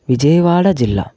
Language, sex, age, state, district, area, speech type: Telugu, male, 45-60, Andhra Pradesh, Chittoor, urban, spontaneous